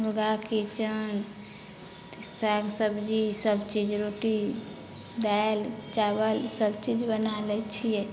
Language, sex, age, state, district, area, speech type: Maithili, female, 30-45, Bihar, Samastipur, urban, spontaneous